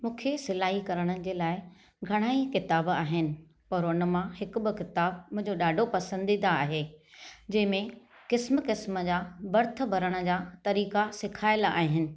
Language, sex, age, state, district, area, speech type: Sindhi, female, 45-60, Maharashtra, Thane, urban, spontaneous